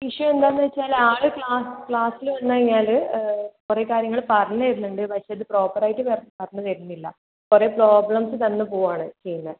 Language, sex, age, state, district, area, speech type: Malayalam, male, 18-30, Kerala, Kozhikode, urban, conversation